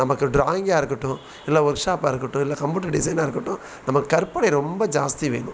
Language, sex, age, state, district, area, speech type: Tamil, male, 45-60, Tamil Nadu, Thanjavur, rural, spontaneous